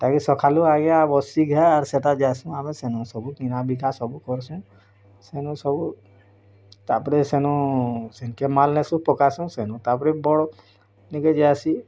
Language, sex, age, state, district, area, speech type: Odia, female, 30-45, Odisha, Bargarh, urban, spontaneous